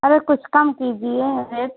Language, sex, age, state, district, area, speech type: Hindi, female, 45-60, Uttar Pradesh, Pratapgarh, rural, conversation